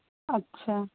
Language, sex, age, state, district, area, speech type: Urdu, female, 30-45, Bihar, Saharsa, rural, conversation